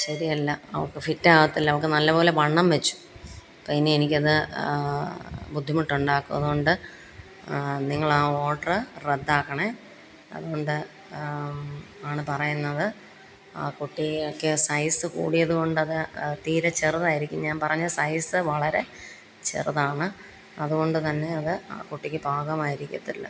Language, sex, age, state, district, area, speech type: Malayalam, female, 45-60, Kerala, Pathanamthitta, rural, spontaneous